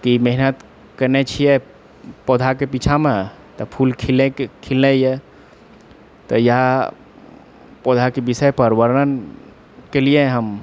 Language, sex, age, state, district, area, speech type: Maithili, male, 18-30, Bihar, Purnia, urban, spontaneous